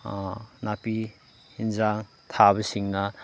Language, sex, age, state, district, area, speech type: Manipuri, male, 30-45, Manipur, Chandel, rural, spontaneous